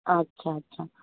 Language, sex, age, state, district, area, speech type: Marathi, female, 45-60, Maharashtra, Mumbai Suburban, urban, conversation